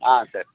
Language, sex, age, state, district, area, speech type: Tamil, male, 45-60, Tamil Nadu, Tiruvannamalai, rural, conversation